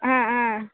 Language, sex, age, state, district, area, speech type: Kannada, female, 18-30, Karnataka, Kodagu, rural, conversation